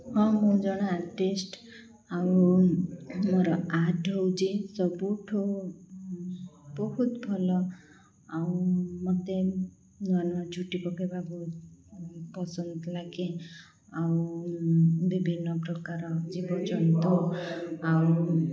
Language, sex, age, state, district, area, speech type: Odia, female, 30-45, Odisha, Koraput, urban, spontaneous